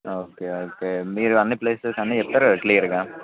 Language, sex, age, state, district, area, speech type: Telugu, male, 18-30, Telangana, Warangal, urban, conversation